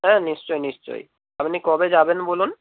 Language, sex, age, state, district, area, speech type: Bengali, male, 18-30, West Bengal, North 24 Parganas, rural, conversation